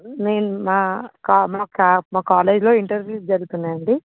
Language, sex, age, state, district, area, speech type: Telugu, female, 45-60, Andhra Pradesh, Visakhapatnam, urban, conversation